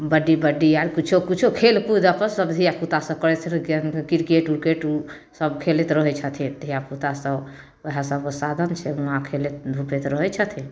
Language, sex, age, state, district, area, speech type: Maithili, female, 45-60, Bihar, Samastipur, rural, spontaneous